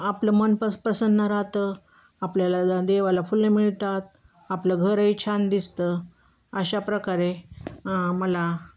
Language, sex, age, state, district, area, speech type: Marathi, female, 45-60, Maharashtra, Osmanabad, rural, spontaneous